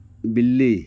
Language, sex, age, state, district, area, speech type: Hindi, male, 60+, Uttar Pradesh, Mau, rural, read